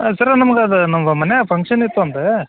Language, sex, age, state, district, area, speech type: Kannada, male, 30-45, Karnataka, Dharwad, urban, conversation